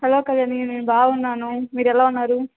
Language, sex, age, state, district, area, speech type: Telugu, female, 18-30, Andhra Pradesh, Chittoor, rural, conversation